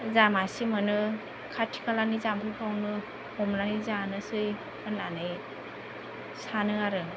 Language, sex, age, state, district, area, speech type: Bodo, female, 30-45, Assam, Kokrajhar, rural, spontaneous